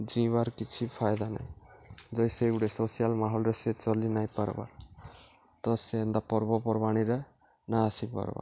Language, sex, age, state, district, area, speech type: Odia, male, 18-30, Odisha, Subarnapur, urban, spontaneous